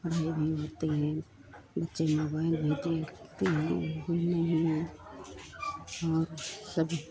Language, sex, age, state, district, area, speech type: Hindi, female, 60+, Uttar Pradesh, Lucknow, rural, spontaneous